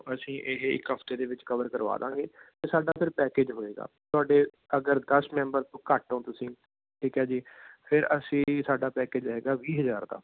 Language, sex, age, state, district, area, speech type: Punjabi, male, 18-30, Punjab, Patiala, rural, conversation